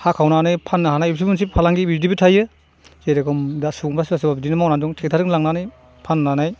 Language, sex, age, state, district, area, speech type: Bodo, male, 60+, Assam, Chirang, rural, spontaneous